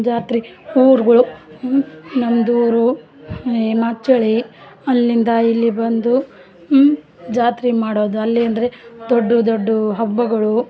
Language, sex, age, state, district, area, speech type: Kannada, female, 45-60, Karnataka, Vijayanagara, rural, spontaneous